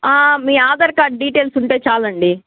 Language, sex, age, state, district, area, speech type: Telugu, female, 60+, Andhra Pradesh, Chittoor, rural, conversation